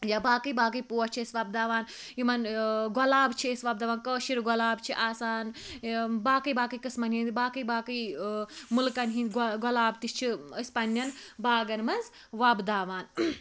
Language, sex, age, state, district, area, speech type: Kashmiri, female, 30-45, Jammu and Kashmir, Pulwama, rural, spontaneous